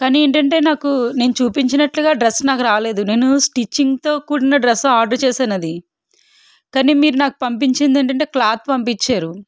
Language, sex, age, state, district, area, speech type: Telugu, female, 18-30, Andhra Pradesh, Guntur, rural, spontaneous